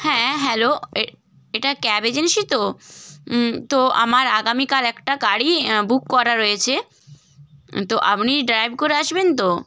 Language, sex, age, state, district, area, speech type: Bengali, female, 18-30, West Bengal, Hooghly, urban, spontaneous